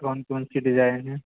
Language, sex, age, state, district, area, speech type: Hindi, male, 30-45, Madhya Pradesh, Hoshangabad, rural, conversation